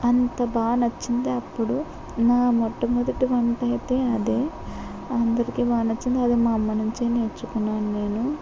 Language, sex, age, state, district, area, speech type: Telugu, female, 45-60, Andhra Pradesh, Kakinada, rural, spontaneous